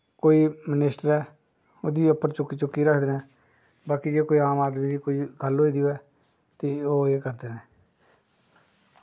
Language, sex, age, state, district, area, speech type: Dogri, male, 45-60, Jammu and Kashmir, Jammu, rural, spontaneous